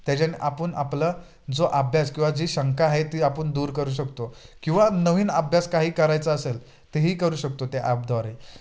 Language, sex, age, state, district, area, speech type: Marathi, male, 18-30, Maharashtra, Ratnagiri, rural, spontaneous